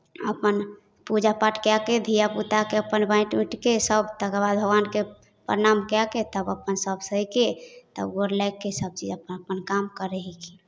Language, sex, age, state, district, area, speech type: Maithili, female, 18-30, Bihar, Samastipur, rural, spontaneous